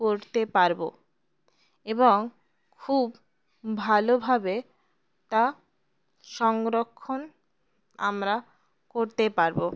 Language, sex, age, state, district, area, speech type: Bengali, female, 18-30, West Bengal, Birbhum, urban, spontaneous